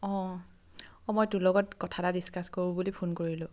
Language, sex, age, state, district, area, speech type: Assamese, female, 30-45, Assam, Charaideo, rural, spontaneous